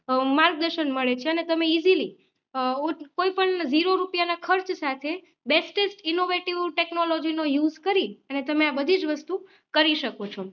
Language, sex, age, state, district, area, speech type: Gujarati, female, 30-45, Gujarat, Rajkot, urban, spontaneous